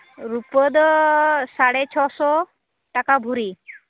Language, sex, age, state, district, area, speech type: Santali, female, 18-30, West Bengal, Malda, rural, conversation